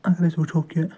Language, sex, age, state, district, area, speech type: Kashmiri, male, 60+, Jammu and Kashmir, Ganderbal, urban, spontaneous